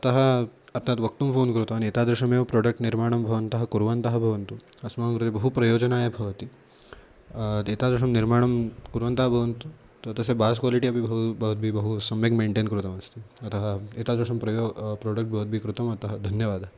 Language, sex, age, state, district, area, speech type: Sanskrit, male, 18-30, Maharashtra, Nashik, urban, spontaneous